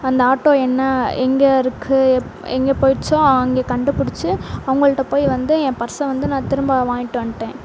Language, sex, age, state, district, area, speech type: Tamil, female, 18-30, Tamil Nadu, Sivaganga, rural, spontaneous